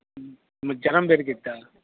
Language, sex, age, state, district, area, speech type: Telugu, male, 45-60, Andhra Pradesh, Bapatla, rural, conversation